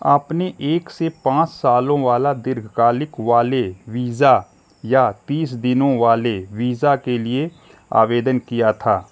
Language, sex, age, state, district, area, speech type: Hindi, male, 45-60, Uttar Pradesh, Mau, rural, read